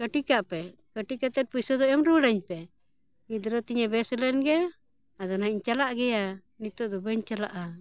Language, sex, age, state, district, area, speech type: Santali, female, 60+, Jharkhand, Bokaro, rural, spontaneous